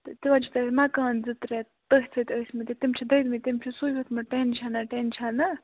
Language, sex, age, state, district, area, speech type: Kashmiri, female, 18-30, Jammu and Kashmir, Budgam, rural, conversation